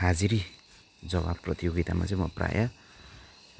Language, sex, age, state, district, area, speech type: Nepali, male, 45-60, West Bengal, Darjeeling, rural, spontaneous